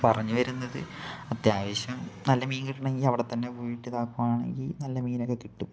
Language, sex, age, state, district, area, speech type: Malayalam, male, 18-30, Kerala, Wayanad, rural, spontaneous